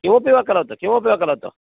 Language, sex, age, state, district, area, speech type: Sanskrit, male, 45-60, Karnataka, Shimoga, urban, conversation